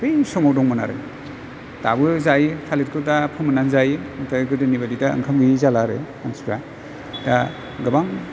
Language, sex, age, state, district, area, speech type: Bodo, male, 45-60, Assam, Chirang, rural, spontaneous